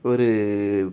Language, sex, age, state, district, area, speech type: Tamil, male, 45-60, Tamil Nadu, Cuddalore, rural, spontaneous